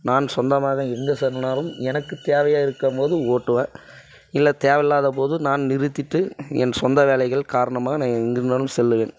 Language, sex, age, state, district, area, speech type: Tamil, female, 18-30, Tamil Nadu, Dharmapuri, urban, spontaneous